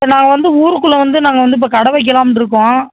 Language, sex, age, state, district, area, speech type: Tamil, male, 18-30, Tamil Nadu, Virudhunagar, rural, conversation